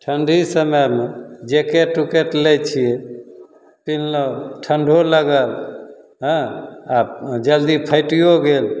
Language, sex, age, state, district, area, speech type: Maithili, male, 60+, Bihar, Begusarai, urban, spontaneous